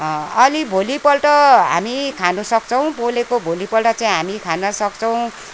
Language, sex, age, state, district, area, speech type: Nepali, female, 60+, West Bengal, Kalimpong, rural, spontaneous